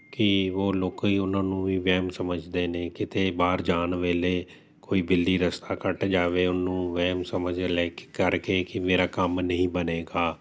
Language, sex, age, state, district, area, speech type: Punjabi, male, 45-60, Punjab, Jalandhar, urban, spontaneous